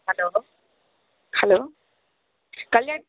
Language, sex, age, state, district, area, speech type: Tamil, female, 30-45, Tamil Nadu, Viluppuram, urban, conversation